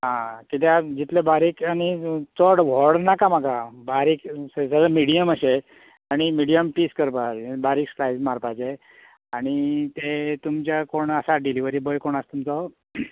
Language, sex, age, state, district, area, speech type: Goan Konkani, male, 45-60, Goa, Canacona, rural, conversation